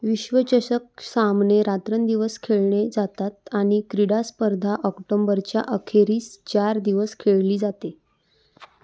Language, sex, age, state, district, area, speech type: Marathi, female, 18-30, Maharashtra, Wardha, urban, read